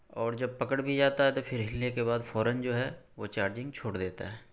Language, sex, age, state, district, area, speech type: Urdu, male, 30-45, Bihar, Araria, urban, spontaneous